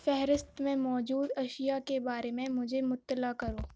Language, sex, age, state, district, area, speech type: Urdu, female, 18-30, Uttar Pradesh, Aligarh, urban, read